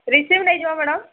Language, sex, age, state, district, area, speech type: Odia, female, 45-60, Odisha, Sambalpur, rural, conversation